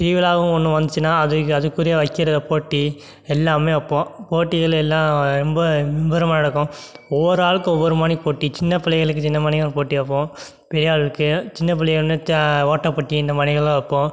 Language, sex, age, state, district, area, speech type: Tamil, male, 18-30, Tamil Nadu, Sivaganga, rural, spontaneous